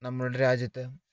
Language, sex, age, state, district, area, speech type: Malayalam, male, 30-45, Kerala, Idukki, rural, spontaneous